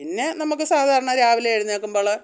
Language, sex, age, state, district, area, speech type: Malayalam, female, 60+, Kerala, Pathanamthitta, rural, spontaneous